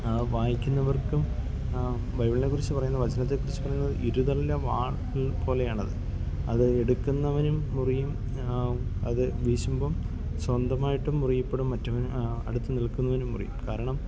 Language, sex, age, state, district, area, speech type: Malayalam, male, 30-45, Kerala, Kollam, rural, spontaneous